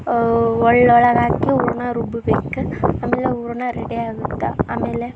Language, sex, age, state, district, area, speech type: Kannada, female, 18-30, Karnataka, Koppal, rural, spontaneous